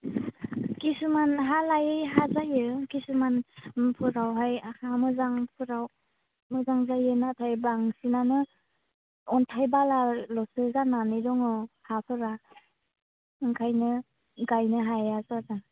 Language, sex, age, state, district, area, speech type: Bodo, female, 18-30, Assam, Udalguri, urban, conversation